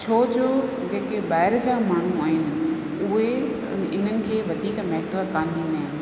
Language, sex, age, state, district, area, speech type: Sindhi, female, 45-60, Rajasthan, Ajmer, rural, spontaneous